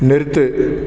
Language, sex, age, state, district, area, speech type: Tamil, male, 30-45, Tamil Nadu, Salem, urban, read